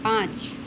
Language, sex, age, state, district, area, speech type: Hindi, female, 30-45, Uttar Pradesh, Mau, rural, read